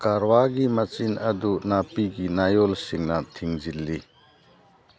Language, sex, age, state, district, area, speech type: Manipuri, male, 60+, Manipur, Churachandpur, urban, read